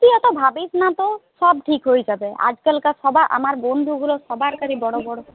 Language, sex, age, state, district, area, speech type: Bengali, female, 18-30, West Bengal, Paschim Bardhaman, rural, conversation